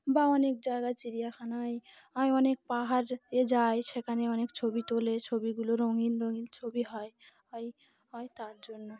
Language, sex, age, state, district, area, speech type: Bengali, female, 30-45, West Bengal, Cooch Behar, urban, spontaneous